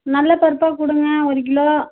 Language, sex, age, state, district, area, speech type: Tamil, female, 60+, Tamil Nadu, Tiruchirappalli, rural, conversation